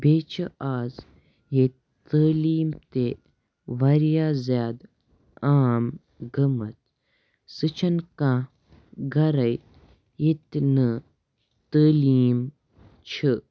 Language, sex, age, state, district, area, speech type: Kashmiri, male, 18-30, Jammu and Kashmir, Kupwara, rural, spontaneous